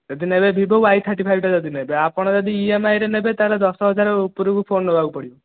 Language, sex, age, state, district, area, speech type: Odia, male, 18-30, Odisha, Khordha, rural, conversation